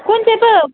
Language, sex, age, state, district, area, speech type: Nepali, female, 45-60, West Bengal, Jalpaiguri, urban, conversation